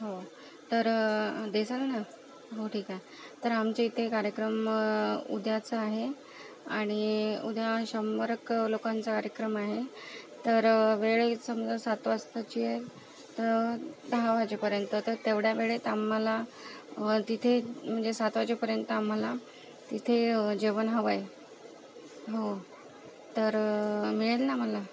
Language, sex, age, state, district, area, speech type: Marathi, female, 18-30, Maharashtra, Akola, rural, spontaneous